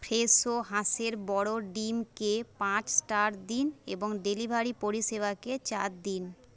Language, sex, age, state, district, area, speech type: Bengali, female, 30-45, West Bengal, Jhargram, rural, read